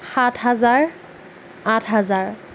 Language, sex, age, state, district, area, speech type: Assamese, female, 18-30, Assam, Nagaon, rural, spontaneous